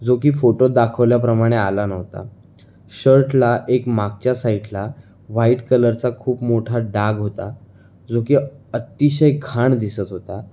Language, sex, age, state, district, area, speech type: Marathi, male, 18-30, Maharashtra, Raigad, rural, spontaneous